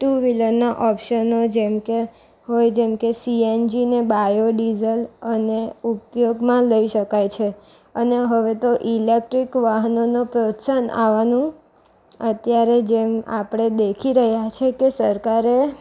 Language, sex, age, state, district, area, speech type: Gujarati, female, 18-30, Gujarat, Valsad, rural, spontaneous